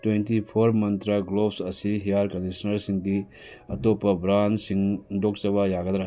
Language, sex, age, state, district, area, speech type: Manipuri, male, 60+, Manipur, Churachandpur, urban, read